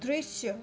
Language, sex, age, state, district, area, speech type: Nepali, female, 45-60, West Bengal, Darjeeling, rural, read